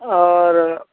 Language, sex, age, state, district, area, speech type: Urdu, male, 45-60, Telangana, Hyderabad, urban, conversation